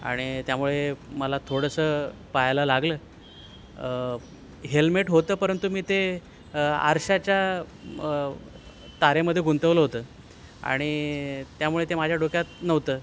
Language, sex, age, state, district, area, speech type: Marathi, male, 45-60, Maharashtra, Thane, rural, spontaneous